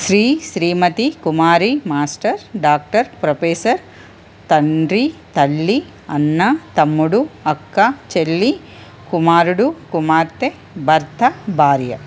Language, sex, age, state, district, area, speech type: Telugu, female, 45-60, Telangana, Ranga Reddy, urban, spontaneous